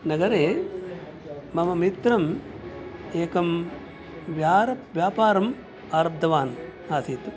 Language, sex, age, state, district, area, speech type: Sanskrit, male, 60+, Karnataka, Udupi, rural, spontaneous